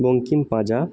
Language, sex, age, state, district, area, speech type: Bengali, male, 18-30, West Bengal, Purba Medinipur, rural, spontaneous